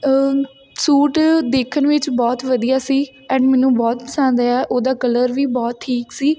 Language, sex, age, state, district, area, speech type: Punjabi, female, 18-30, Punjab, Tarn Taran, rural, spontaneous